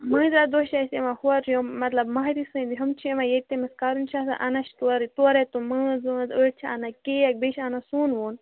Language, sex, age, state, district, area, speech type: Kashmiri, female, 45-60, Jammu and Kashmir, Kupwara, urban, conversation